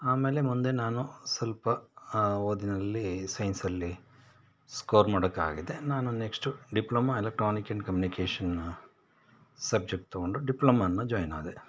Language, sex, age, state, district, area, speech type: Kannada, male, 45-60, Karnataka, Shimoga, rural, spontaneous